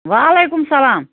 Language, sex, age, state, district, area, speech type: Kashmiri, female, 30-45, Jammu and Kashmir, Budgam, rural, conversation